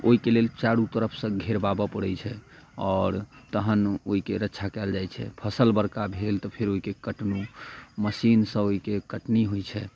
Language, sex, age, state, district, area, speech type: Maithili, male, 30-45, Bihar, Muzaffarpur, rural, spontaneous